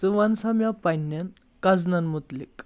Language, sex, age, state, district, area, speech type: Kashmiri, female, 18-30, Jammu and Kashmir, Anantnag, rural, spontaneous